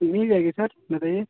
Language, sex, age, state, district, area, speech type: Hindi, male, 18-30, Uttar Pradesh, Mau, rural, conversation